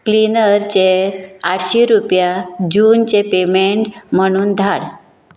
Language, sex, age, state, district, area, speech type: Goan Konkani, female, 30-45, Goa, Canacona, rural, read